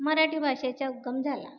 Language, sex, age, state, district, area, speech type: Marathi, female, 30-45, Maharashtra, Nagpur, urban, spontaneous